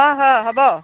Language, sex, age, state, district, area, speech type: Assamese, female, 45-60, Assam, Lakhimpur, rural, conversation